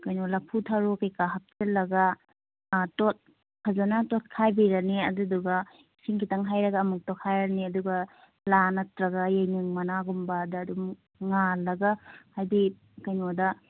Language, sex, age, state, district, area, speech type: Manipuri, female, 18-30, Manipur, Kakching, rural, conversation